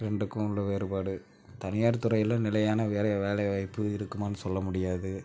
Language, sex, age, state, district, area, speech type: Tamil, male, 18-30, Tamil Nadu, Namakkal, rural, spontaneous